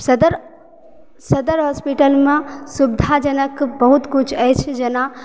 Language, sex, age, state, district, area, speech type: Maithili, female, 18-30, Bihar, Supaul, rural, spontaneous